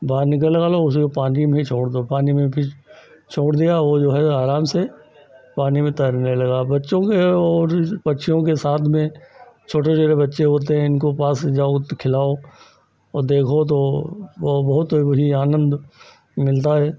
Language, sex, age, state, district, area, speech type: Hindi, male, 60+, Uttar Pradesh, Lucknow, rural, spontaneous